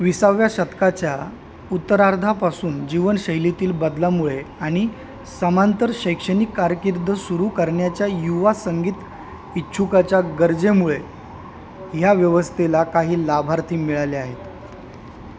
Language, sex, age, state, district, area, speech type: Marathi, male, 30-45, Maharashtra, Mumbai Suburban, urban, read